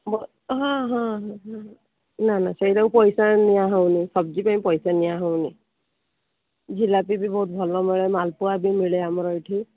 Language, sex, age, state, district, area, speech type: Odia, female, 45-60, Odisha, Sundergarh, urban, conversation